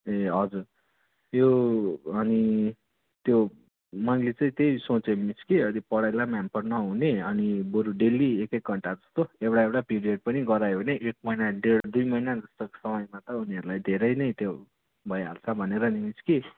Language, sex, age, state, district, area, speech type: Nepali, male, 18-30, West Bengal, Darjeeling, rural, conversation